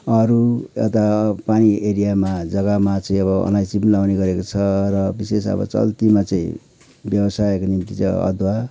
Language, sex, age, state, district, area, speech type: Nepali, male, 60+, West Bengal, Kalimpong, rural, spontaneous